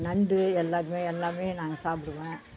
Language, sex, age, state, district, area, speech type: Tamil, female, 60+, Tamil Nadu, Viluppuram, rural, spontaneous